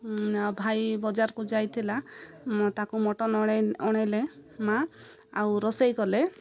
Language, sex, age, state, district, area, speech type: Odia, female, 30-45, Odisha, Koraput, urban, spontaneous